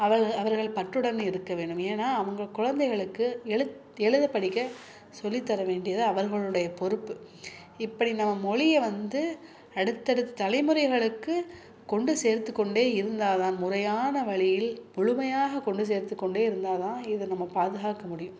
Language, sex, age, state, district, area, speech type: Tamil, female, 30-45, Tamil Nadu, Salem, urban, spontaneous